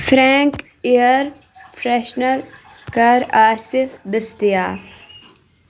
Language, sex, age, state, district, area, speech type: Kashmiri, female, 18-30, Jammu and Kashmir, Shopian, rural, read